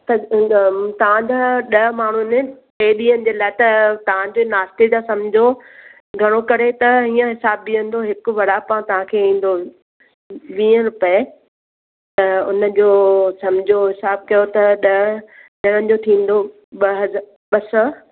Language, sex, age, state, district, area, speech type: Sindhi, female, 60+, Maharashtra, Mumbai Suburban, urban, conversation